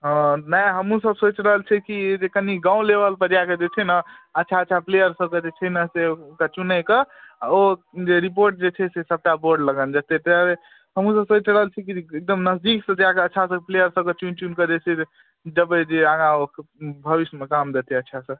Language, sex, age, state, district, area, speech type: Maithili, male, 18-30, Bihar, Darbhanga, rural, conversation